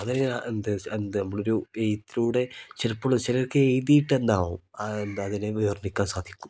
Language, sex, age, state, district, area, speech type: Malayalam, male, 18-30, Kerala, Kozhikode, rural, spontaneous